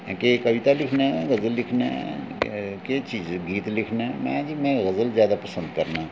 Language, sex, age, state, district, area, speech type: Dogri, male, 45-60, Jammu and Kashmir, Jammu, urban, spontaneous